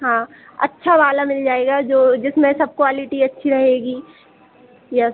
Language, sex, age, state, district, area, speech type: Hindi, female, 18-30, Madhya Pradesh, Hoshangabad, rural, conversation